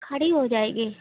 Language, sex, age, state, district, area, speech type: Hindi, female, 45-60, Uttar Pradesh, Lucknow, rural, conversation